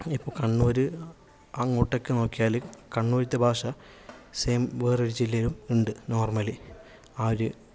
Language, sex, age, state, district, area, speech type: Malayalam, male, 18-30, Kerala, Kasaragod, urban, spontaneous